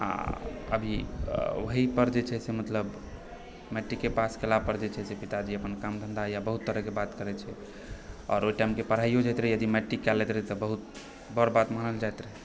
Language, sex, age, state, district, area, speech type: Maithili, male, 18-30, Bihar, Supaul, urban, spontaneous